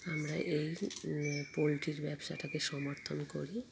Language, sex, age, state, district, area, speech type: Bengali, female, 30-45, West Bengal, Darjeeling, rural, spontaneous